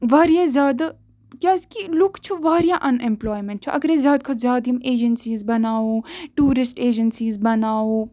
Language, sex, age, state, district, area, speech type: Kashmiri, female, 18-30, Jammu and Kashmir, Ganderbal, rural, spontaneous